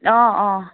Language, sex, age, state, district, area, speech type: Assamese, female, 30-45, Assam, Majuli, rural, conversation